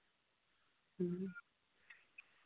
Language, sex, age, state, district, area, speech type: Santali, male, 18-30, Jharkhand, Pakur, rural, conversation